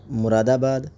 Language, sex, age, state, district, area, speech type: Urdu, male, 18-30, Delhi, East Delhi, urban, spontaneous